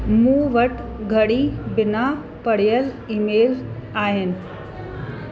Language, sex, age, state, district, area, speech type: Sindhi, female, 45-60, Uttar Pradesh, Lucknow, urban, read